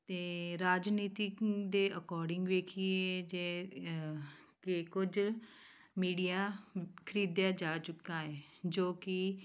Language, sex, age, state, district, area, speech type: Punjabi, female, 30-45, Punjab, Tarn Taran, rural, spontaneous